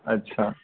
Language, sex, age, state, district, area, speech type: Sindhi, male, 18-30, Gujarat, Surat, urban, conversation